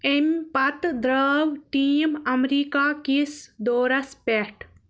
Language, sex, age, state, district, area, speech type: Kashmiri, female, 18-30, Jammu and Kashmir, Baramulla, rural, read